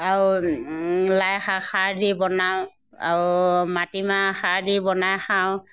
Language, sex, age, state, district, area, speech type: Assamese, female, 60+, Assam, Morigaon, rural, spontaneous